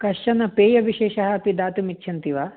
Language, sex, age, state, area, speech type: Sanskrit, male, 18-30, Delhi, urban, conversation